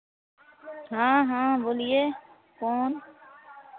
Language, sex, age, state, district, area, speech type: Hindi, female, 45-60, Bihar, Madhepura, rural, conversation